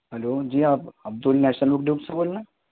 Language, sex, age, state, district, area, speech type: Urdu, male, 18-30, Delhi, East Delhi, urban, conversation